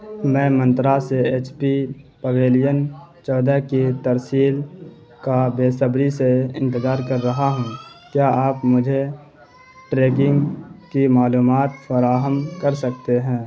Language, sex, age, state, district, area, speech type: Urdu, male, 18-30, Bihar, Saharsa, rural, read